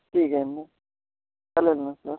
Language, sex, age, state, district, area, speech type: Marathi, male, 30-45, Maharashtra, Washim, urban, conversation